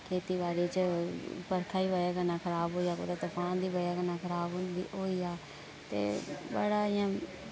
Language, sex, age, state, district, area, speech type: Dogri, female, 18-30, Jammu and Kashmir, Kathua, rural, spontaneous